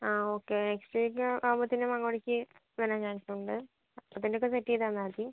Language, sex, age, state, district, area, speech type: Malayalam, female, 30-45, Kerala, Kozhikode, urban, conversation